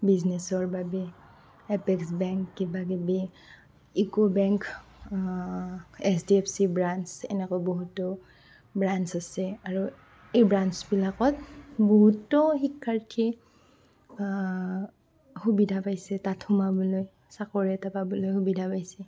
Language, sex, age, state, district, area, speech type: Assamese, female, 18-30, Assam, Barpeta, rural, spontaneous